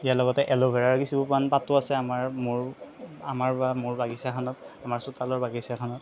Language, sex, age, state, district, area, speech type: Assamese, male, 18-30, Assam, Darrang, rural, spontaneous